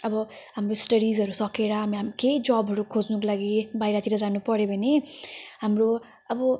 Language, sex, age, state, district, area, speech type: Nepali, female, 18-30, West Bengal, Jalpaiguri, urban, spontaneous